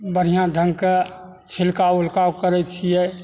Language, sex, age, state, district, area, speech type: Maithili, male, 60+, Bihar, Begusarai, rural, spontaneous